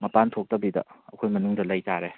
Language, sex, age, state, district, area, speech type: Manipuri, male, 30-45, Manipur, Kakching, rural, conversation